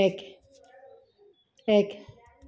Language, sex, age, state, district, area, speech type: Assamese, female, 45-60, Assam, Sivasagar, rural, read